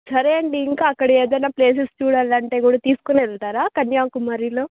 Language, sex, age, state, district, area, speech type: Telugu, female, 18-30, Andhra Pradesh, Chittoor, urban, conversation